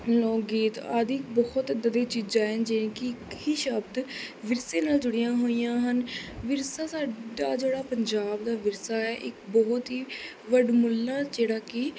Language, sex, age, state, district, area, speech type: Punjabi, female, 18-30, Punjab, Kapurthala, urban, spontaneous